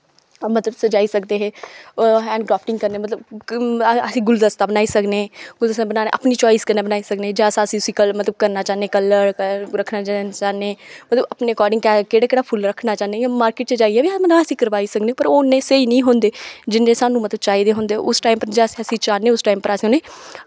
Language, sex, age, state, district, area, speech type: Dogri, female, 18-30, Jammu and Kashmir, Kathua, rural, spontaneous